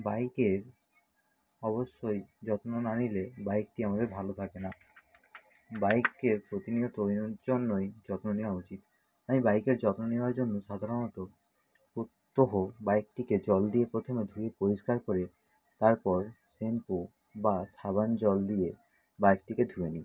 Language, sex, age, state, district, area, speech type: Bengali, male, 60+, West Bengal, Nadia, rural, spontaneous